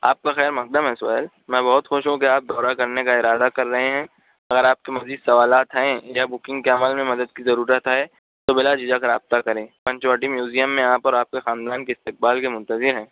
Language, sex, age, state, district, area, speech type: Urdu, male, 45-60, Maharashtra, Nashik, urban, conversation